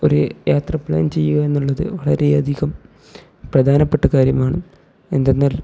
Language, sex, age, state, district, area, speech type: Malayalam, male, 18-30, Kerala, Kozhikode, rural, spontaneous